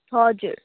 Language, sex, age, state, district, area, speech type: Nepali, female, 18-30, West Bengal, Kalimpong, rural, conversation